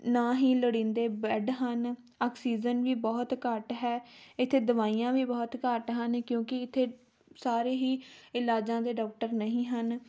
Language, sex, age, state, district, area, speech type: Punjabi, female, 18-30, Punjab, Tarn Taran, rural, spontaneous